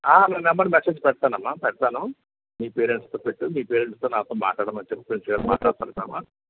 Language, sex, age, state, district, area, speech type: Telugu, male, 60+, Andhra Pradesh, Visakhapatnam, urban, conversation